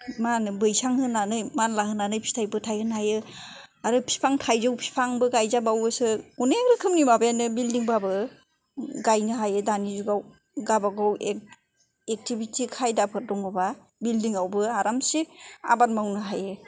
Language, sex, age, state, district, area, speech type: Bodo, female, 45-60, Assam, Kokrajhar, urban, spontaneous